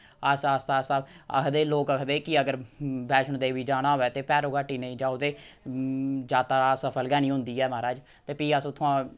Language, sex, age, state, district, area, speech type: Dogri, male, 30-45, Jammu and Kashmir, Samba, rural, spontaneous